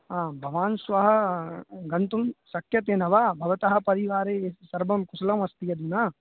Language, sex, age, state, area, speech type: Sanskrit, male, 18-30, Uttar Pradesh, urban, conversation